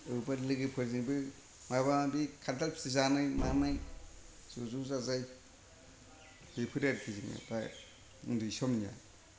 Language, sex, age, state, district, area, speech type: Bodo, male, 60+, Assam, Kokrajhar, rural, spontaneous